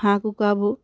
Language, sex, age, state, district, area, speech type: Assamese, female, 30-45, Assam, Sivasagar, rural, spontaneous